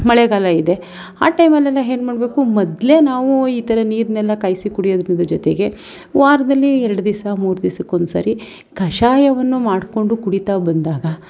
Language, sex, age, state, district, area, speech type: Kannada, female, 30-45, Karnataka, Mandya, rural, spontaneous